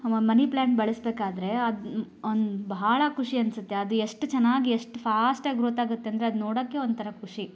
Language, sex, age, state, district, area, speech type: Kannada, female, 30-45, Karnataka, Koppal, rural, spontaneous